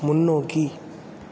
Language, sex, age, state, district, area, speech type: Tamil, male, 18-30, Tamil Nadu, Tiruvarur, rural, read